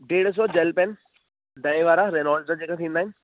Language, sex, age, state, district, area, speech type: Sindhi, male, 18-30, Delhi, South Delhi, urban, conversation